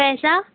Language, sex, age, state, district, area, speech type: Hindi, female, 18-30, Uttar Pradesh, Bhadohi, urban, conversation